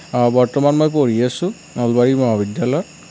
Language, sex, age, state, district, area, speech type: Assamese, male, 18-30, Assam, Nalbari, rural, spontaneous